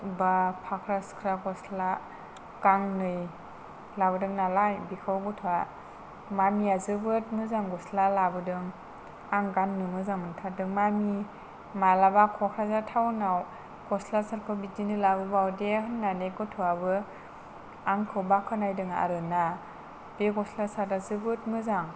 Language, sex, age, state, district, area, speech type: Bodo, female, 18-30, Assam, Kokrajhar, rural, spontaneous